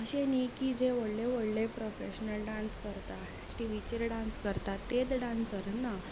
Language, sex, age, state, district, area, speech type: Goan Konkani, female, 18-30, Goa, Ponda, rural, spontaneous